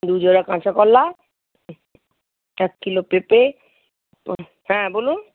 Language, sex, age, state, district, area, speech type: Bengali, female, 60+, West Bengal, Paschim Bardhaman, urban, conversation